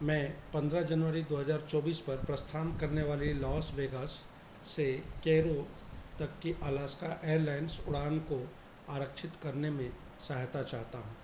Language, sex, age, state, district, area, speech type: Hindi, male, 45-60, Madhya Pradesh, Chhindwara, rural, read